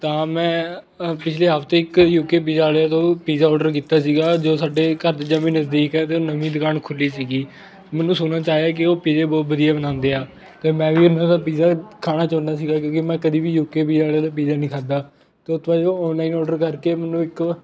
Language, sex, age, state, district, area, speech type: Punjabi, male, 18-30, Punjab, Fatehgarh Sahib, rural, spontaneous